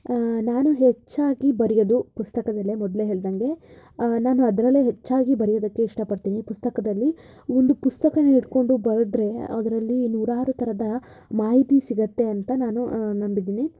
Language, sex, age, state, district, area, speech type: Kannada, female, 18-30, Karnataka, Shimoga, urban, spontaneous